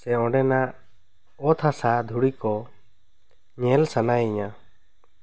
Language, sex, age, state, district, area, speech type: Santali, male, 18-30, West Bengal, Bankura, rural, spontaneous